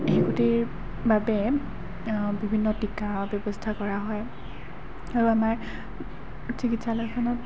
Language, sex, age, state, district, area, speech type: Assamese, female, 18-30, Assam, Golaghat, urban, spontaneous